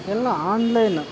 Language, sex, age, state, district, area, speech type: Kannada, male, 60+, Karnataka, Kodagu, rural, spontaneous